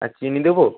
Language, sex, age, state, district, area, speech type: Bengali, male, 18-30, West Bengal, Howrah, urban, conversation